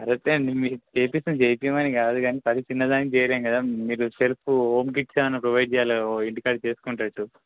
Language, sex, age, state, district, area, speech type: Telugu, male, 18-30, Telangana, Kamareddy, urban, conversation